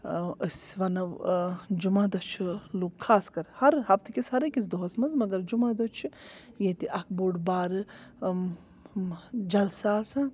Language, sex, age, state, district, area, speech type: Kashmiri, female, 30-45, Jammu and Kashmir, Srinagar, urban, spontaneous